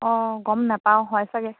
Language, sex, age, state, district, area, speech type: Assamese, female, 18-30, Assam, Dibrugarh, rural, conversation